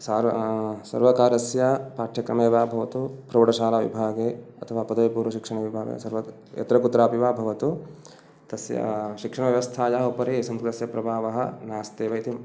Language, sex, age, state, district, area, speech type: Sanskrit, male, 30-45, Karnataka, Uttara Kannada, rural, spontaneous